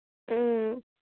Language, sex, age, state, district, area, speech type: Manipuri, female, 30-45, Manipur, Imphal East, rural, conversation